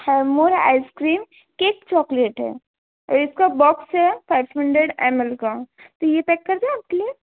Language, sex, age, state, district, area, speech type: Hindi, female, 18-30, Madhya Pradesh, Balaghat, rural, conversation